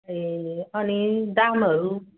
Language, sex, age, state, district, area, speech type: Nepali, female, 45-60, West Bengal, Darjeeling, rural, conversation